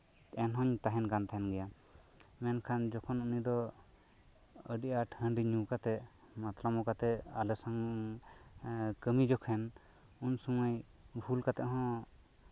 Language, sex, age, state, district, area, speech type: Santali, male, 30-45, West Bengal, Birbhum, rural, spontaneous